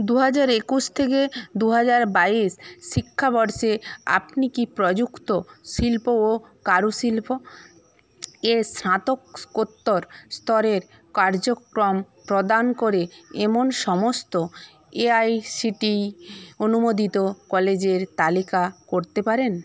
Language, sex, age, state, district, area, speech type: Bengali, female, 45-60, West Bengal, Paschim Medinipur, rural, read